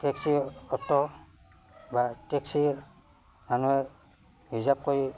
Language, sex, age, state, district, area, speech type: Assamese, male, 60+, Assam, Udalguri, rural, spontaneous